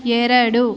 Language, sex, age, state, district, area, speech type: Kannada, female, 30-45, Karnataka, Mandya, rural, read